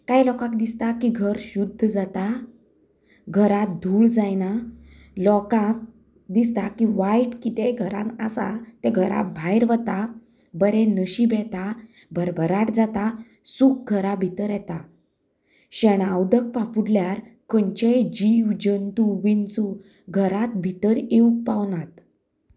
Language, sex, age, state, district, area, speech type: Goan Konkani, female, 30-45, Goa, Canacona, rural, spontaneous